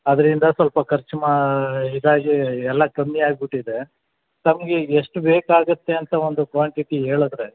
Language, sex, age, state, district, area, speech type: Kannada, male, 60+, Karnataka, Chamarajanagar, rural, conversation